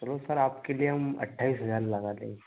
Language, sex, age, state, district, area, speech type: Hindi, male, 18-30, Madhya Pradesh, Ujjain, urban, conversation